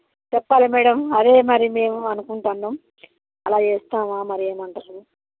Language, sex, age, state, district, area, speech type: Telugu, female, 45-60, Telangana, Jagtial, rural, conversation